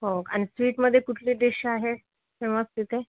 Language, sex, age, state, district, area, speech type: Marathi, female, 60+, Maharashtra, Yavatmal, rural, conversation